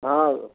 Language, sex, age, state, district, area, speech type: Hindi, male, 60+, Madhya Pradesh, Gwalior, rural, conversation